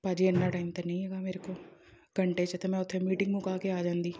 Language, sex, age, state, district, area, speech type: Punjabi, female, 30-45, Punjab, Amritsar, urban, spontaneous